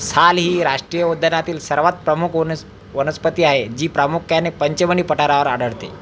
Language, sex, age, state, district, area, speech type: Marathi, male, 30-45, Maharashtra, Akola, urban, read